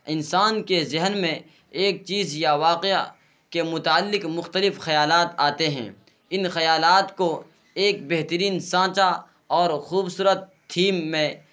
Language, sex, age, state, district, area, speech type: Urdu, male, 18-30, Bihar, Purnia, rural, spontaneous